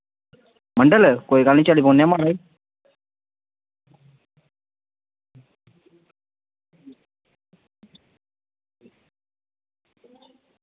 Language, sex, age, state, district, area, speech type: Dogri, male, 18-30, Jammu and Kashmir, Samba, rural, conversation